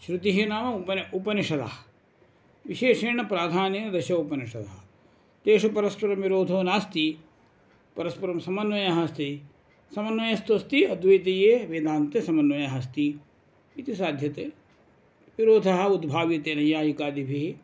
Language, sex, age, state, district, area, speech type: Sanskrit, male, 60+, Karnataka, Uttara Kannada, rural, spontaneous